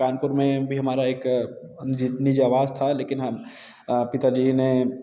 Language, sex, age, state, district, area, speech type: Hindi, male, 30-45, Uttar Pradesh, Bhadohi, urban, spontaneous